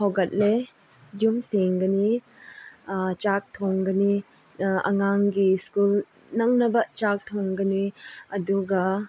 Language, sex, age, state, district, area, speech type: Manipuri, female, 18-30, Manipur, Chandel, rural, spontaneous